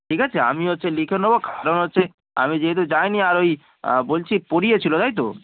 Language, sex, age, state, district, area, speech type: Bengali, male, 18-30, West Bengal, Darjeeling, rural, conversation